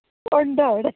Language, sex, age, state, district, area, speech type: Malayalam, female, 45-60, Kerala, Pathanamthitta, rural, conversation